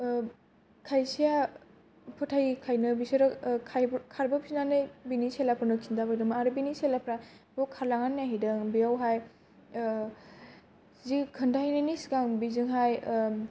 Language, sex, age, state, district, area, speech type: Bodo, female, 18-30, Assam, Kokrajhar, urban, spontaneous